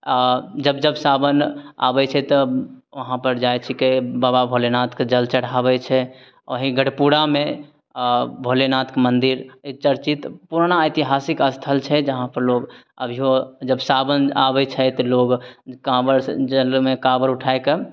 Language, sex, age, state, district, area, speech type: Maithili, male, 30-45, Bihar, Begusarai, urban, spontaneous